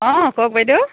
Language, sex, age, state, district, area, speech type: Assamese, female, 45-60, Assam, Dibrugarh, rural, conversation